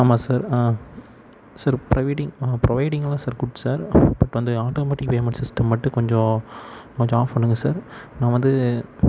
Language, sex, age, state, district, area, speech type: Tamil, male, 18-30, Tamil Nadu, Tiruppur, rural, spontaneous